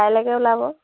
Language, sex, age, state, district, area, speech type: Assamese, female, 30-45, Assam, Lakhimpur, rural, conversation